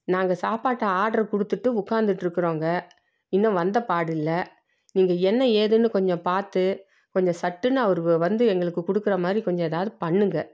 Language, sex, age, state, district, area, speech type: Tamil, female, 45-60, Tamil Nadu, Salem, rural, spontaneous